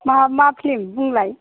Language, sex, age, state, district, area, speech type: Bodo, female, 60+, Assam, Chirang, rural, conversation